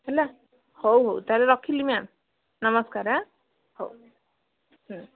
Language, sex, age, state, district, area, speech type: Odia, female, 30-45, Odisha, Bhadrak, rural, conversation